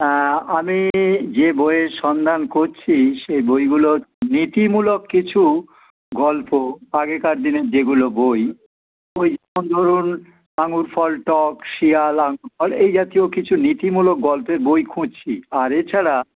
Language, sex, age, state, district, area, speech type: Bengali, male, 60+, West Bengal, Dakshin Dinajpur, rural, conversation